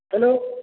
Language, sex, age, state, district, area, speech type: Odia, male, 60+, Odisha, Balangir, urban, conversation